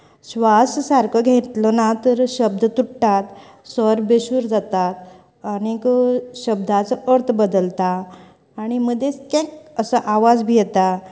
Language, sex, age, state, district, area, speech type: Goan Konkani, female, 45-60, Goa, Canacona, rural, spontaneous